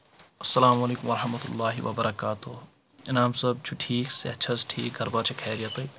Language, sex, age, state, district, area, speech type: Kashmiri, male, 18-30, Jammu and Kashmir, Kulgam, rural, spontaneous